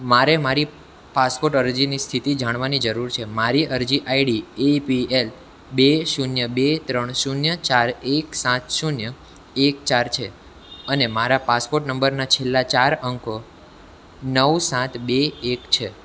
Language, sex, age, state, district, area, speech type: Gujarati, male, 18-30, Gujarat, Surat, urban, read